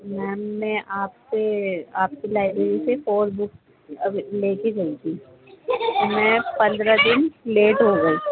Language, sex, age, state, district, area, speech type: Urdu, female, 30-45, Delhi, North East Delhi, urban, conversation